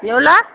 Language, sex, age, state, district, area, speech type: Tamil, female, 45-60, Tamil Nadu, Tiruvannamalai, urban, conversation